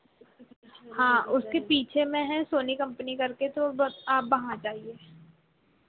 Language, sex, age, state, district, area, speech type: Hindi, female, 18-30, Madhya Pradesh, Chhindwara, urban, conversation